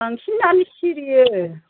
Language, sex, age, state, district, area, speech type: Bodo, female, 60+, Assam, Kokrajhar, urban, conversation